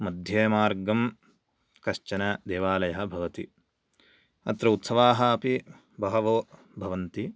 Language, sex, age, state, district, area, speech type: Sanskrit, male, 18-30, Karnataka, Chikkamagaluru, urban, spontaneous